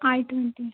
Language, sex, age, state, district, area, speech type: Marathi, female, 18-30, Maharashtra, Nagpur, urban, conversation